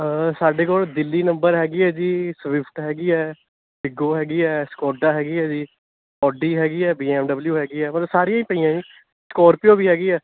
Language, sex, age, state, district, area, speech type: Punjabi, male, 18-30, Punjab, Mohali, urban, conversation